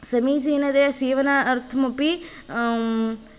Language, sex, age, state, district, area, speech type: Sanskrit, female, 18-30, Karnataka, Haveri, rural, spontaneous